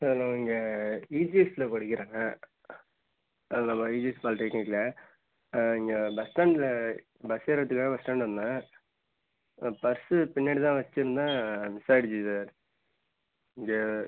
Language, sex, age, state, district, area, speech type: Tamil, male, 18-30, Tamil Nadu, Nagapattinam, rural, conversation